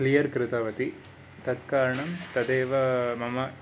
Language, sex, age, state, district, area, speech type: Sanskrit, male, 18-30, Karnataka, Mysore, urban, spontaneous